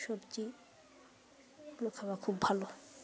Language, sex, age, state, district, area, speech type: Bengali, female, 30-45, West Bengal, Uttar Dinajpur, urban, spontaneous